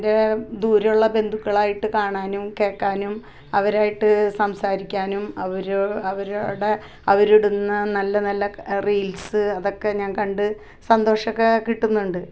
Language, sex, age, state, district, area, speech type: Malayalam, female, 45-60, Kerala, Ernakulam, rural, spontaneous